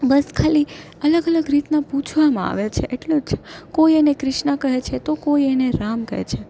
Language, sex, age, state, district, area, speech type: Gujarati, female, 18-30, Gujarat, Junagadh, urban, spontaneous